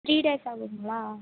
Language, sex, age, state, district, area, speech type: Tamil, female, 18-30, Tamil Nadu, Nilgiris, rural, conversation